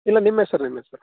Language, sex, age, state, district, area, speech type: Kannada, male, 18-30, Karnataka, Gulbarga, urban, conversation